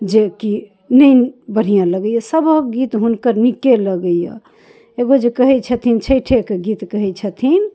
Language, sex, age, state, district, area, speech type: Maithili, female, 30-45, Bihar, Darbhanga, urban, spontaneous